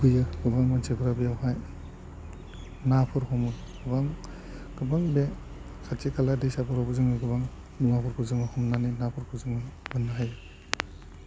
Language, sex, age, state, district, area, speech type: Bodo, male, 30-45, Assam, Udalguri, urban, spontaneous